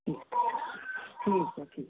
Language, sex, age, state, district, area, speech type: Hindi, female, 18-30, Rajasthan, Karauli, rural, conversation